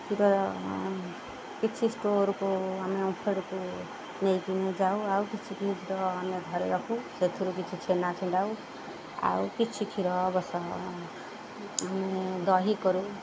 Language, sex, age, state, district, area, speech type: Odia, female, 30-45, Odisha, Jagatsinghpur, rural, spontaneous